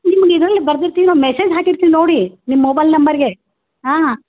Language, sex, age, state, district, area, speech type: Kannada, female, 60+, Karnataka, Gulbarga, urban, conversation